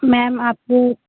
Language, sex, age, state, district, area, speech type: Hindi, female, 18-30, Madhya Pradesh, Gwalior, rural, conversation